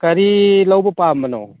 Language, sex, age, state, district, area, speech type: Manipuri, male, 60+, Manipur, Churachandpur, urban, conversation